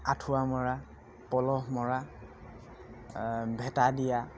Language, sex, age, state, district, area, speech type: Assamese, male, 45-60, Assam, Dhemaji, rural, spontaneous